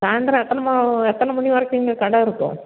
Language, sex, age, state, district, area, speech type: Tamil, female, 45-60, Tamil Nadu, Salem, rural, conversation